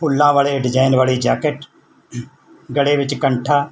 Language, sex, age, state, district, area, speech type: Punjabi, male, 45-60, Punjab, Mansa, rural, spontaneous